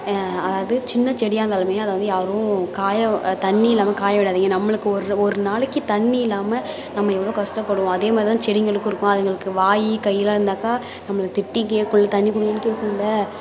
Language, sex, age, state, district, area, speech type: Tamil, female, 18-30, Tamil Nadu, Thanjavur, urban, spontaneous